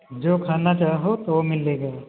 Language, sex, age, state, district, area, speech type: Hindi, male, 45-60, Uttar Pradesh, Hardoi, rural, conversation